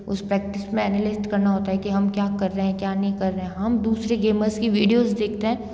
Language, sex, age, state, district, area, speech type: Hindi, female, 18-30, Rajasthan, Jodhpur, urban, spontaneous